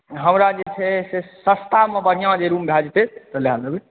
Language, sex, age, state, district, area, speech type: Maithili, male, 30-45, Bihar, Supaul, rural, conversation